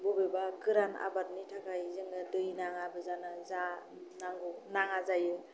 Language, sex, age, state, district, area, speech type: Bodo, female, 30-45, Assam, Kokrajhar, rural, spontaneous